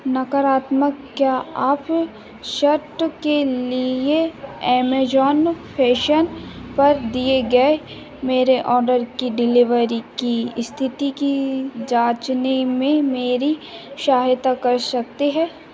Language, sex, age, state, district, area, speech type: Hindi, female, 18-30, Madhya Pradesh, Chhindwara, urban, read